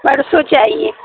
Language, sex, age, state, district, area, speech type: Urdu, female, 45-60, Bihar, Supaul, rural, conversation